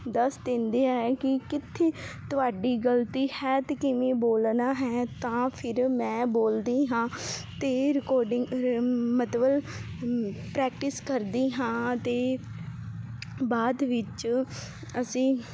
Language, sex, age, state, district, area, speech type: Punjabi, female, 18-30, Punjab, Fazilka, rural, spontaneous